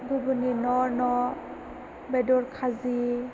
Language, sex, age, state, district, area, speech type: Bodo, female, 18-30, Assam, Chirang, rural, spontaneous